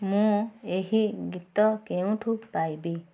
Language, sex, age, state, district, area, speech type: Odia, female, 30-45, Odisha, Nayagarh, rural, read